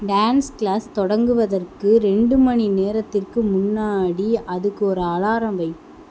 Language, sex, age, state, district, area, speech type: Tamil, female, 18-30, Tamil Nadu, Sivaganga, rural, read